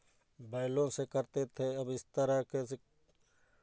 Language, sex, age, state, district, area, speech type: Hindi, male, 45-60, Uttar Pradesh, Chandauli, urban, spontaneous